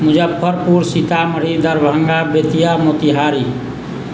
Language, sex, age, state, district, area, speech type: Maithili, male, 45-60, Bihar, Sitamarhi, urban, spontaneous